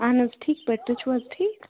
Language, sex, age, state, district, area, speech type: Kashmiri, female, 18-30, Jammu and Kashmir, Budgam, rural, conversation